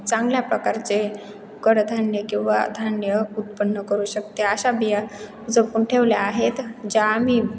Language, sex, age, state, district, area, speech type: Marathi, female, 18-30, Maharashtra, Ahmednagar, rural, spontaneous